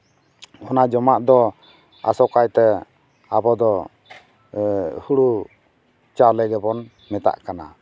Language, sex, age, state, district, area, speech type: Santali, male, 45-60, Jharkhand, East Singhbhum, rural, spontaneous